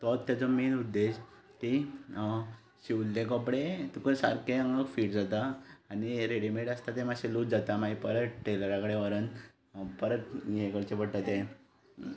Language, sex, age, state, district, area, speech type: Goan Konkani, male, 18-30, Goa, Ponda, rural, spontaneous